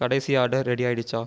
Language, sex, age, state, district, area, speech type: Tamil, male, 18-30, Tamil Nadu, Viluppuram, urban, read